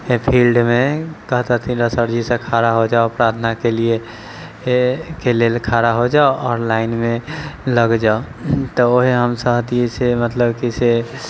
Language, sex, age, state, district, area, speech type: Maithili, male, 18-30, Bihar, Muzaffarpur, rural, spontaneous